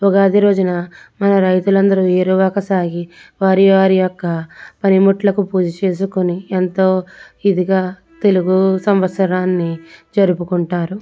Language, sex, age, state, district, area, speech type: Telugu, female, 18-30, Andhra Pradesh, Konaseema, rural, spontaneous